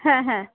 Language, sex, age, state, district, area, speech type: Bengali, female, 30-45, West Bengal, Darjeeling, rural, conversation